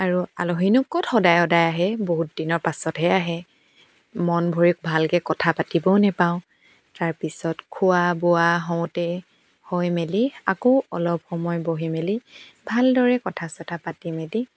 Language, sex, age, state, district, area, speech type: Assamese, female, 18-30, Assam, Tinsukia, urban, spontaneous